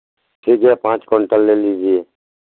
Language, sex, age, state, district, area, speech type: Hindi, male, 60+, Uttar Pradesh, Pratapgarh, rural, conversation